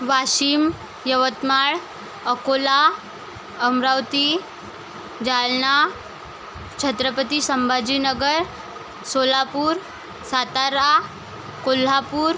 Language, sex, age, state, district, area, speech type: Marathi, female, 18-30, Maharashtra, Washim, rural, spontaneous